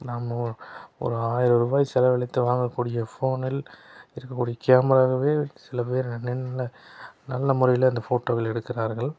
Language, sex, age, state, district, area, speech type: Tamil, male, 30-45, Tamil Nadu, Salem, urban, spontaneous